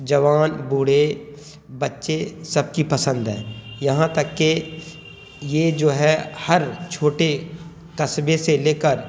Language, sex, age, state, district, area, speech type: Urdu, male, 30-45, Bihar, Khagaria, rural, spontaneous